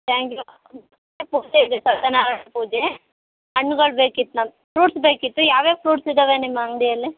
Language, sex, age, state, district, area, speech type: Kannada, female, 18-30, Karnataka, Bellary, urban, conversation